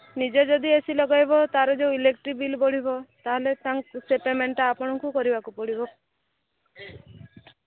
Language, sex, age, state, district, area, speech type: Odia, female, 30-45, Odisha, Subarnapur, urban, conversation